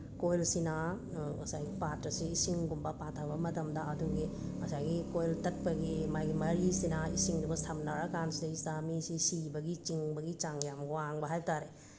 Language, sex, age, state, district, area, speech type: Manipuri, female, 45-60, Manipur, Tengnoupal, urban, spontaneous